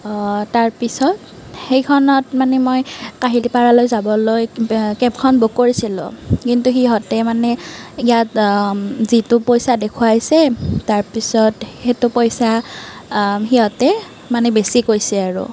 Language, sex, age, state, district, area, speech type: Assamese, female, 18-30, Assam, Nalbari, rural, spontaneous